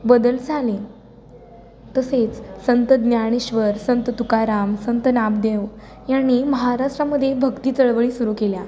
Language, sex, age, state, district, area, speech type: Marathi, female, 18-30, Maharashtra, Satara, urban, spontaneous